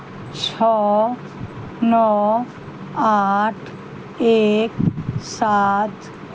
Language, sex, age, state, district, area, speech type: Maithili, female, 60+, Bihar, Madhubani, rural, read